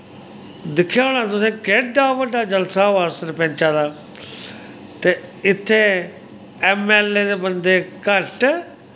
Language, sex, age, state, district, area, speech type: Dogri, male, 45-60, Jammu and Kashmir, Samba, rural, spontaneous